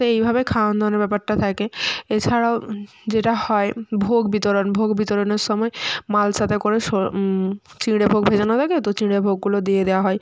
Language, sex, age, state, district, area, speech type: Bengali, female, 18-30, West Bengal, Jalpaiguri, rural, spontaneous